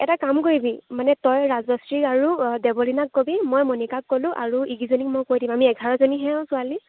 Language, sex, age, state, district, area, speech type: Assamese, female, 18-30, Assam, Lakhimpur, rural, conversation